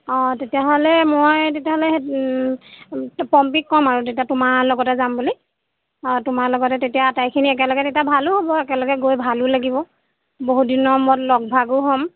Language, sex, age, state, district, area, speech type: Assamese, female, 30-45, Assam, Golaghat, urban, conversation